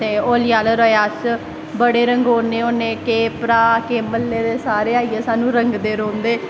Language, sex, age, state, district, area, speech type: Dogri, female, 18-30, Jammu and Kashmir, Samba, rural, spontaneous